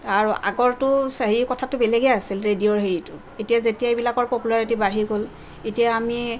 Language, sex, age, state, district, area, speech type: Assamese, female, 30-45, Assam, Kamrup Metropolitan, urban, spontaneous